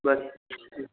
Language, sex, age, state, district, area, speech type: Hindi, male, 18-30, Uttar Pradesh, Bhadohi, rural, conversation